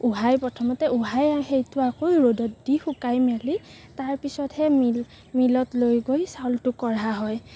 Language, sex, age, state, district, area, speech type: Assamese, female, 18-30, Assam, Kamrup Metropolitan, urban, spontaneous